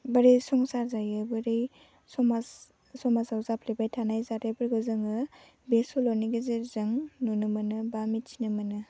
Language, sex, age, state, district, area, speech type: Bodo, female, 18-30, Assam, Baksa, rural, spontaneous